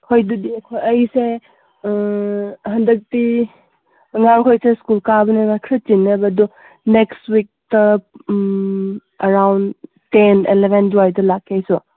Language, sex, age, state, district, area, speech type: Manipuri, female, 18-30, Manipur, Kangpokpi, urban, conversation